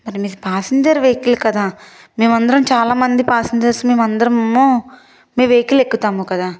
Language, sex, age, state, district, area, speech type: Telugu, female, 18-30, Andhra Pradesh, Palnadu, urban, spontaneous